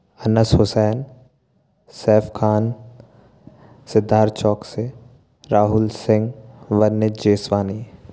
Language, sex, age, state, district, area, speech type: Hindi, male, 18-30, Madhya Pradesh, Bhopal, urban, spontaneous